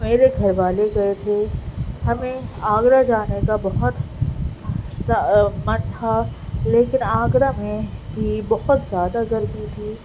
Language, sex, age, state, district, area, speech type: Urdu, female, 18-30, Delhi, Central Delhi, urban, spontaneous